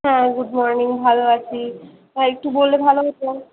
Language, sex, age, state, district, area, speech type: Bengali, female, 18-30, West Bengal, Paschim Medinipur, rural, conversation